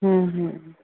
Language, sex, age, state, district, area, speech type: Punjabi, female, 30-45, Punjab, Barnala, rural, conversation